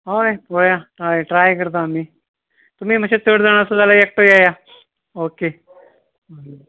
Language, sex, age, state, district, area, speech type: Goan Konkani, male, 45-60, Goa, Ponda, rural, conversation